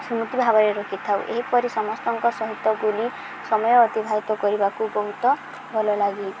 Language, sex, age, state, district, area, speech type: Odia, female, 18-30, Odisha, Subarnapur, urban, spontaneous